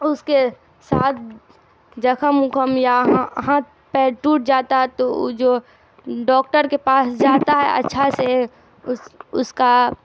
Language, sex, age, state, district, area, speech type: Urdu, female, 18-30, Bihar, Darbhanga, rural, spontaneous